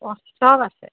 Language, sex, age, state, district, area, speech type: Assamese, female, 45-60, Assam, Golaghat, urban, conversation